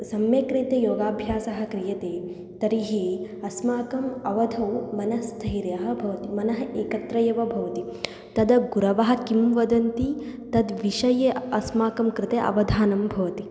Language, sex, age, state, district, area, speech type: Sanskrit, female, 18-30, Karnataka, Chitradurga, rural, spontaneous